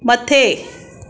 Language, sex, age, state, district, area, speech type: Sindhi, female, 45-60, Maharashtra, Mumbai Suburban, urban, read